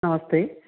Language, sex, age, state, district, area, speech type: Sanskrit, male, 18-30, Kerala, Kozhikode, rural, conversation